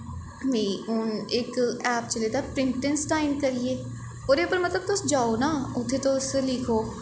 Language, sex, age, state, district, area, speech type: Dogri, female, 18-30, Jammu and Kashmir, Jammu, urban, spontaneous